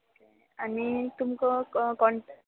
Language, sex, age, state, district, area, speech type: Goan Konkani, female, 18-30, Goa, Quepem, rural, conversation